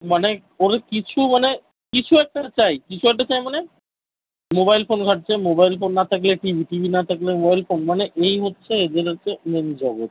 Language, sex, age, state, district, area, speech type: Bengali, male, 30-45, West Bengal, Kolkata, urban, conversation